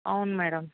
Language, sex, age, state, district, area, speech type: Telugu, female, 45-60, Telangana, Hyderabad, urban, conversation